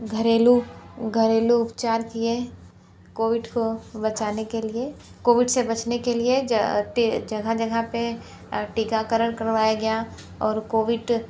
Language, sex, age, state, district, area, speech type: Hindi, female, 18-30, Uttar Pradesh, Sonbhadra, rural, spontaneous